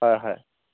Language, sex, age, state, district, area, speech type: Assamese, male, 45-60, Assam, Golaghat, urban, conversation